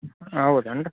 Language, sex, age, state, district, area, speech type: Kannada, male, 18-30, Karnataka, Koppal, rural, conversation